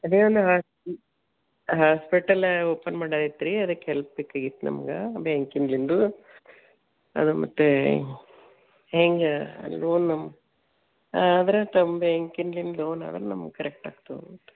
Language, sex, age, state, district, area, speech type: Kannada, female, 60+, Karnataka, Gulbarga, urban, conversation